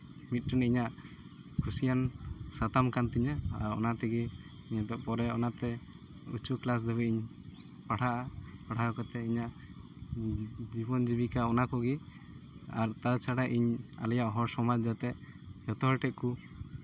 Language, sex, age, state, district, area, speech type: Santali, male, 18-30, West Bengal, Uttar Dinajpur, rural, spontaneous